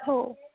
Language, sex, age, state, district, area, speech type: Marathi, female, 18-30, Maharashtra, Mumbai Suburban, urban, conversation